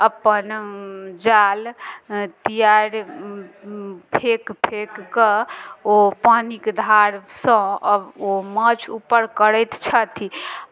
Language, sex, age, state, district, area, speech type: Maithili, female, 30-45, Bihar, Madhubani, rural, spontaneous